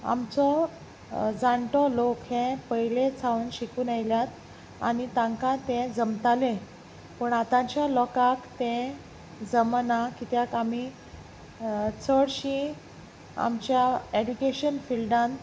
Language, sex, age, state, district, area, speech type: Goan Konkani, female, 30-45, Goa, Salcete, rural, spontaneous